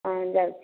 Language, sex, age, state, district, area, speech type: Odia, female, 30-45, Odisha, Dhenkanal, rural, conversation